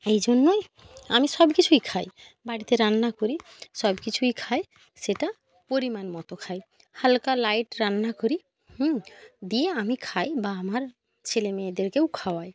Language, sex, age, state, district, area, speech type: Bengali, female, 18-30, West Bengal, North 24 Parganas, rural, spontaneous